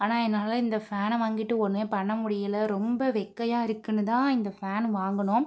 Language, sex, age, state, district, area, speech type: Tamil, female, 45-60, Tamil Nadu, Pudukkottai, urban, spontaneous